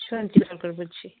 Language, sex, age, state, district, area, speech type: Bengali, female, 45-60, West Bengal, Alipurduar, rural, conversation